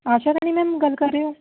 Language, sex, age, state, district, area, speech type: Punjabi, female, 18-30, Punjab, Shaheed Bhagat Singh Nagar, urban, conversation